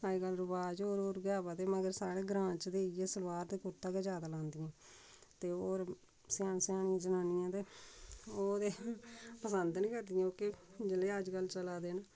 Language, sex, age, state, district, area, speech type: Dogri, female, 45-60, Jammu and Kashmir, Reasi, rural, spontaneous